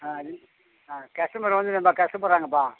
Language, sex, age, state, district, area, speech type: Tamil, male, 45-60, Tamil Nadu, Tiruvannamalai, rural, conversation